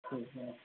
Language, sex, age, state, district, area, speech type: Hindi, male, 45-60, Uttar Pradesh, Sitapur, rural, conversation